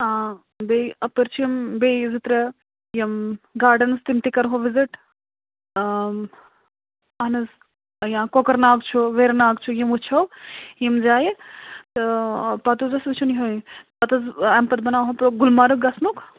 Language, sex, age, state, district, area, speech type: Kashmiri, female, 30-45, Jammu and Kashmir, Anantnag, rural, conversation